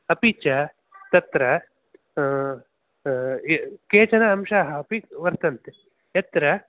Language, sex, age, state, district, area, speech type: Sanskrit, male, 18-30, Karnataka, Bangalore Urban, urban, conversation